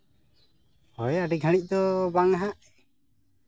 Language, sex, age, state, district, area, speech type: Santali, male, 30-45, Jharkhand, East Singhbhum, rural, spontaneous